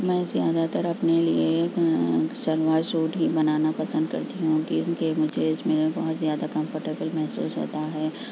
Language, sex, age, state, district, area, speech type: Urdu, female, 60+, Telangana, Hyderabad, urban, spontaneous